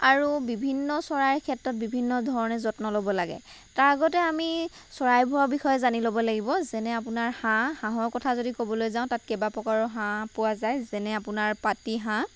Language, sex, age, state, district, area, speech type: Assamese, female, 45-60, Assam, Lakhimpur, rural, spontaneous